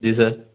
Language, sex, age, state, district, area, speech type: Hindi, male, 18-30, Madhya Pradesh, Gwalior, urban, conversation